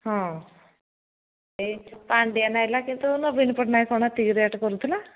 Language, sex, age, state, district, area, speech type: Odia, female, 45-60, Odisha, Angul, rural, conversation